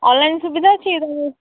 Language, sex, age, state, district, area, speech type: Odia, female, 18-30, Odisha, Ganjam, urban, conversation